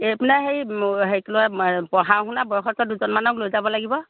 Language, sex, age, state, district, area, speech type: Assamese, female, 30-45, Assam, Lakhimpur, rural, conversation